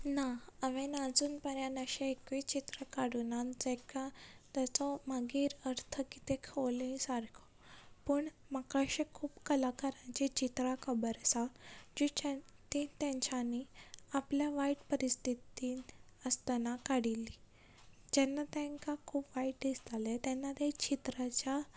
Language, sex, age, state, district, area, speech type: Goan Konkani, female, 18-30, Goa, Ponda, rural, spontaneous